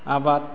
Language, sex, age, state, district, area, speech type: Bodo, male, 60+, Assam, Chirang, rural, spontaneous